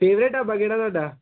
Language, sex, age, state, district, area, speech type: Punjabi, male, 18-30, Punjab, Hoshiarpur, rural, conversation